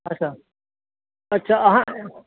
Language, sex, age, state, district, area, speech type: Maithili, male, 30-45, Bihar, Purnia, urban, conversation